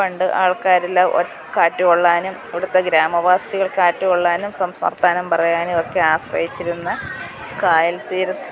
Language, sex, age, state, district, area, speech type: Malayalam, female, 45-60, Kerala, Kottayam, rural, spontaneous